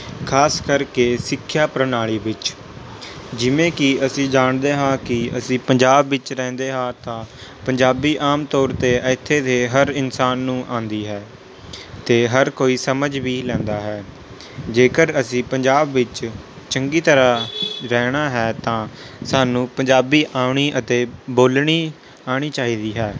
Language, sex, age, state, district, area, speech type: Punjabi, male, 18-30, Punjab, Rupnagar, urban, spontaneous